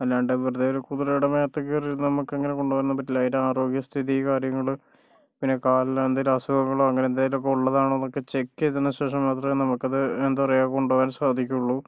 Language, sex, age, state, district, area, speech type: Malayalam, male, 18-30, Kerala, Kozhikode, urban, spontaneous